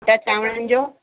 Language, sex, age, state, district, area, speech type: Sindhi, female, 45-60, Delhi, South Delhi, urban, conversation